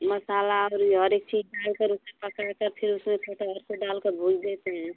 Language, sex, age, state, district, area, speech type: Hindi, female, 30-45, Uttar Pradesh, Ghazipur, rural, conversation